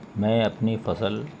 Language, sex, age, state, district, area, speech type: Urdu, male, 45-60, Bihar, Gaya, rural, spontaneous